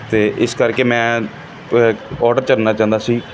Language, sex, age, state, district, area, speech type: Punjabi, male, 30-45, Punjab, Pathankot, urban, spontaneous